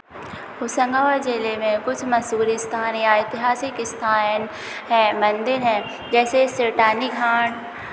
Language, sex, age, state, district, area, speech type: Hindi, female, 30-45, Madhya Pradesh, Hoshangabad, rural, spontaneous